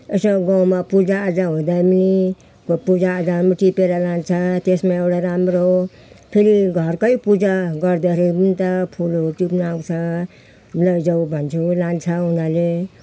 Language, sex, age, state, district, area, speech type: Nepali, female, 60+, West Bengal, Jalpaiguri, rural, spontaneous